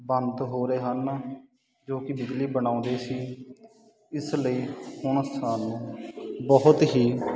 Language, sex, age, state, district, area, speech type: Punjabi, male, 30-45, Punjab, Sangrur, rural, spontaneous